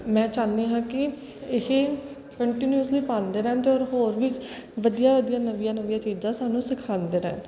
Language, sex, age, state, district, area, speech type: Punjabi, female, 18-30, Punjab, Kapurthala, urban, spontaneous